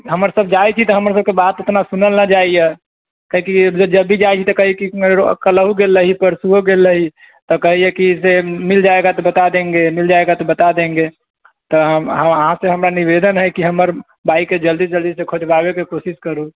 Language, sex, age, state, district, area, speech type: Maithili, male, 18-30, Bihar, Sitamarhi, rural, conversation